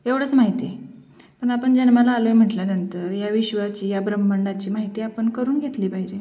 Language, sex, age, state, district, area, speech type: Marathi, female, 18-30, Maharashtra, Sangli, rural, spontaneous